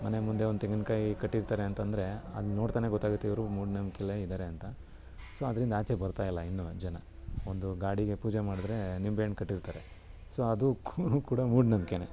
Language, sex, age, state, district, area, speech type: Kannada, male, 30-45, Karnataka, Mysore, urban, spontaneous